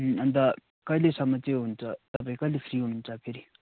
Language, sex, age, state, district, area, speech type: Nepali, male, 18-30, West Bengal, Darjeeling, rural, conversation